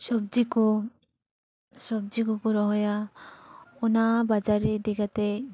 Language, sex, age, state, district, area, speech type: Santali, female, 30-45, West Bengal, Paschim Bardhaman, rural, spontaneous